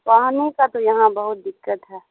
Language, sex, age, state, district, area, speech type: Urdu, female, 60+, Bihar, Khagaria, rural, conversation